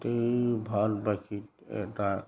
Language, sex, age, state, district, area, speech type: Assamese, male, 45-60, Assam, Dhemaji, rural, spontaneous